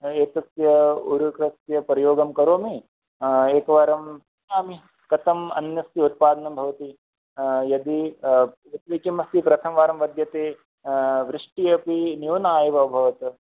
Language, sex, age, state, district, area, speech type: Sanskrit, male, 18-30, Rajasthan, Jodhpur, rural, conversation